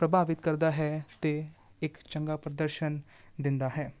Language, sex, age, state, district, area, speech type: Punjabi, male, 18-30, Punjab, Gurdaspur, urban, spontaneous